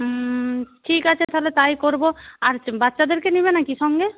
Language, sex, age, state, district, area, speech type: Bengali, female, 18-30, West Bengal, Paschim Medinipur, rural, conversation